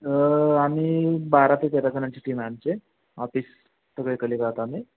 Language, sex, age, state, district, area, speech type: Marathi, male, 18-30, Maharashtra, Sangli, urban, conversation